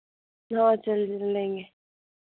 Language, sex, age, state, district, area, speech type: Hindi, female, 18-30, Rajasthan, Nagaur, rural, conversation